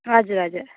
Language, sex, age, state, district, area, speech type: Nepali, female, 18-30, West Bengal, Darjeeling, rural, conversation